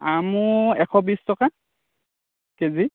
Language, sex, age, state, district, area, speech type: Assamese, male, 30-45, Assam, Lakhimpur, rural, conversation